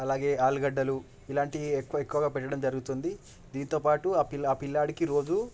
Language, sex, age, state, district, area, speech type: Telugu, male, 18-30, Telangana, Medak, rural, spontaneous